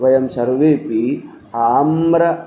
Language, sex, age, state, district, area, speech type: Sanskrit, male, 30-45, Telangana, Hyderabad, urban, spontaneous